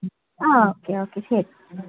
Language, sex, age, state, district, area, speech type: Malayalam, female, 18-30, Kerala, Ernakulam, rural, conversation